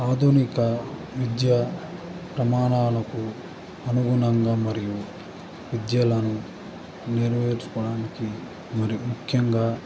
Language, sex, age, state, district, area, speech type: Telugu, male, 18-30, Andhra Pradesh, Guntur, urban, spontaneous